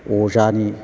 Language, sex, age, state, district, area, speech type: Bodo, male, 45-60, Assam, Chirang, urban, spontaneous